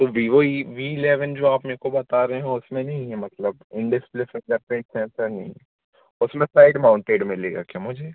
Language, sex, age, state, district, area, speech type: Hindi, male, 18-30, Madhya Pradesh, Jabalpur, urban, conversation